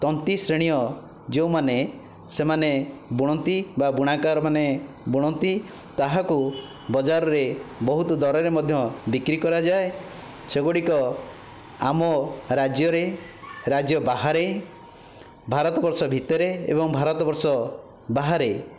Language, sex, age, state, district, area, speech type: Odia, male, 60+, Odisha, Khordha, rural, spontaneous